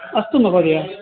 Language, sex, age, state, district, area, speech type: Sanskrit, male, 60+, Tamil Nadu, Coimbatore, urban, conversation